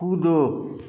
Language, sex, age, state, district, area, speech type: Hindi, male, 30-45, Bihar, Vaishali, rural, read